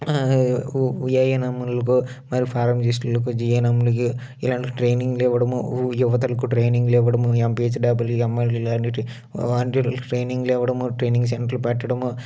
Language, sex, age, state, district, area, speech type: Telugu, male, 45-60, Andhra Pradesh, Srikakulam, urban, spontaneous